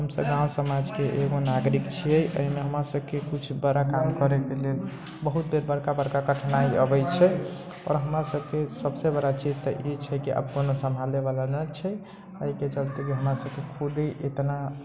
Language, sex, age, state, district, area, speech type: Maithili, male, 30-45, Bihar, Sitamarhi, rural, spontaneous